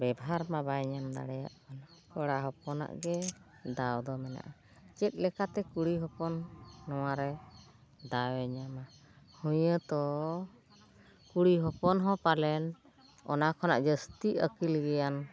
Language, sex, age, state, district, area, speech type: Santali, female, 60+, Odisha, Mayurbhanj, rural, spontaneous